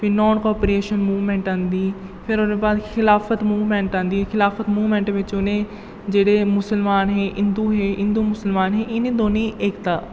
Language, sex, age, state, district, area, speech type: Dogri, male, 18-30, Jammu and Kashmir, Jammu, rural, spontaneous